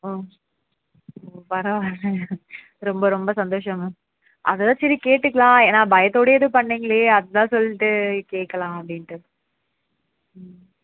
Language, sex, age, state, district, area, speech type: Tamil, female, 18-30, Tamil Nadu, Chennai, urban, conversation